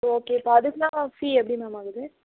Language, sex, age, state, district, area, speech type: Tamil, female, 30-45, Tamil Nadu, Viluppuram, rural, conversation